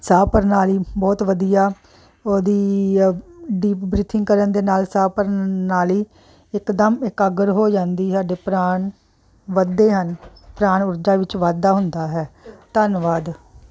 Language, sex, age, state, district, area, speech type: Punjabi, female, 45-60, Punjab, Jalandhar, urban, spontaneous